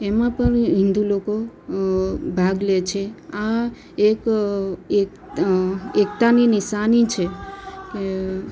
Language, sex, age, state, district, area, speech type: Gujarati, female, 30-45, Gujarat, Ahmedabad, urban, spontaneous